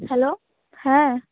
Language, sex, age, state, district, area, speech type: Bengali, female, 18-30, West Bengal, Cooch Behar, urban, conversation